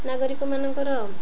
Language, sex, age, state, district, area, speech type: Odia, female, 45-60, Odisha, Ganjam, urban, spontaneous